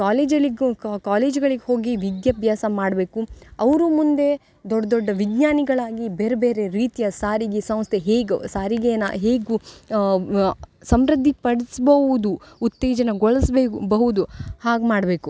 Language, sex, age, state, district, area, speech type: Kannada, female, 18-30, Karnataka, Uttara Kannada, rural, spontaneous